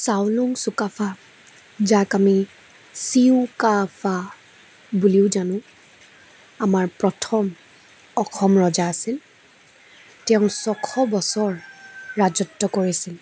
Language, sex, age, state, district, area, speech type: Assamese, female, 18-30, Assam, Dibrugarh, urban, spontaneous